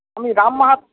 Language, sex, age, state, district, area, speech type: Bengali, male, 45-60, West Bengal, Jhargram, rural, conversation